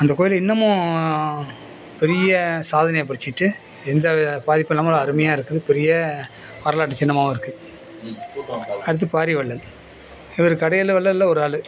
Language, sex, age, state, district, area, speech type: Tamil, male, 60+, Tamil Nadu, Nagapattinam, rural, spontaneous